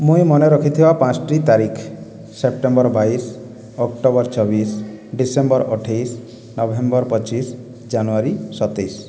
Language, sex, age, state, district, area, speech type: Odia, male, 18-30, Odisha, Boudh, rural, spontaneous